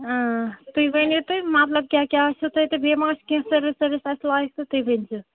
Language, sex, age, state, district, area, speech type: Kashmiri, female, 18-30, Jammu and Kashmir, Srinagar, urban, conversation